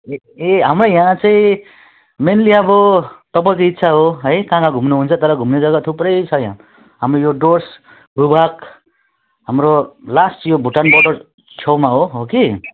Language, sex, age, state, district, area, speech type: Nepali, male, 30-45, West Bengal, Alipurduar, urban, conversation